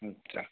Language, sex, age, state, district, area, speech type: Hindi, male, 45-60, Madhya Pradesh, Betul, urban, conversation